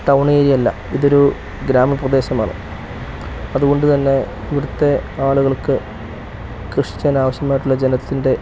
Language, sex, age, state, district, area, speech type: Malayalam, male, 30-45, Kerala, Idukki, rural, spontaneous